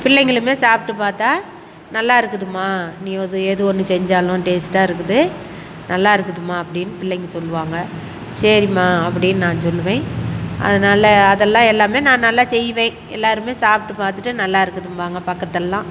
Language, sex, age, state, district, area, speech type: Tamil, female, 60+, Tamil Nadu, Salem, rural, spontaneous